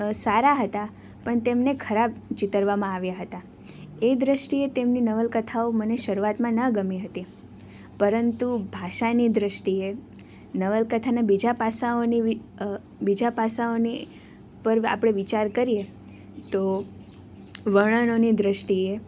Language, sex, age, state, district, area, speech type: Gujarati, female, 18-30, Gujarat, Surat, rural, spontaneous